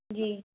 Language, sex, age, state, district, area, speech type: Urdu, female, 18-30, Uttar Pradesh, Mau, urban, conversation